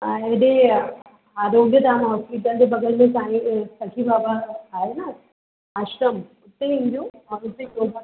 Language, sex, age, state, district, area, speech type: Sindhi, female, 45-60, Uttar Pradesh, Lucknow, urban, conversation